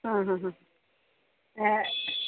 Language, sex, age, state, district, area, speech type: Malayalam, female, 45-60, Kerala, Kollam, rural, conversation